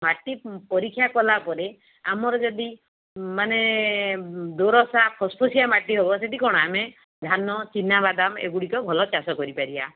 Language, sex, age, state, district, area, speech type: Odia, female, 45-60, Odisha, Balasore, rural, conversation